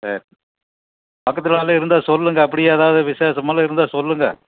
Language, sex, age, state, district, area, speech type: Tamil, male, 60+, Tamil Nadu, Coimbatore, rural, conversation